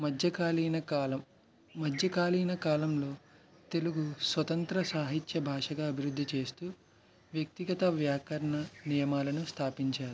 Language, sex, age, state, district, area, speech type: Telugu, male, 18-30, Andhra Pradesh, West Godavari, rural, spontaneous